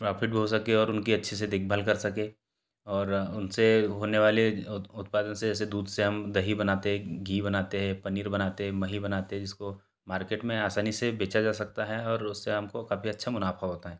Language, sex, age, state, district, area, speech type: Hindi, male, 30-45, Madhya Pradesh, Betul, rural, spontaneous